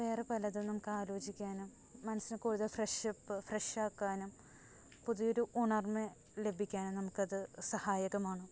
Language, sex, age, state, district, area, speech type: Malayalam, female, 18-30, Kerala, Ernakulam, rural, spontaneous